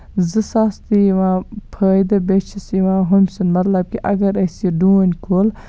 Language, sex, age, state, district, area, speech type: Kashmiri, female, 18-30, Jammu and Kashmir, Baramulla, rural, spontaneous